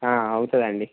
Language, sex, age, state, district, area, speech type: Telugu, male, 30-45, Andhra Pradesh, Srikakulam, urban, conversation